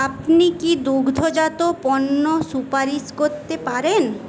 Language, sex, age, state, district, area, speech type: Bengali, female, 18-30, West Bengal, Paschim Medinipur, rural, read